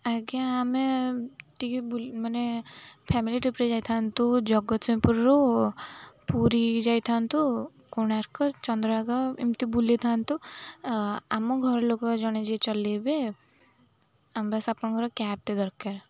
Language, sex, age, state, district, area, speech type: Odia, female, 18-30, Odisha, Jagatsinghpur, urban, spontaneous